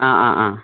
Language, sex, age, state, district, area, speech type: Malayalam, male, 18-30, Kerala, Malappuram, rural, conversation